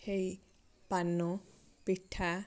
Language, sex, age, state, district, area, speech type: Odia, female, 30-45, Odisha, Balasore, rural, spontaneous